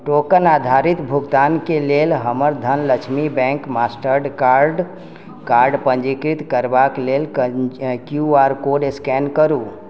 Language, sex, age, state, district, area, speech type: Maithili, male, 60+, Bihar, Sitamarhi, rural, read